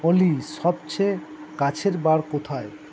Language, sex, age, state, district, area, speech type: Bengali, male, 30-45, West Bengal, Purba Bardhaman, urban, read